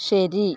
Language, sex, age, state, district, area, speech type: Malayalam, female, 30-45, Kerala, Malappuram, rural, read